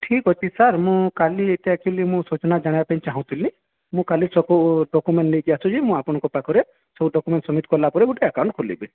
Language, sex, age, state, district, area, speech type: Odia, male, 18-30, Odisha, Nayagarh, rural, conversation